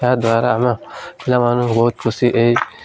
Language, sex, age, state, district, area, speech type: Odia, male, 18-30, Odisha, Malkangiri, urban, spontaneous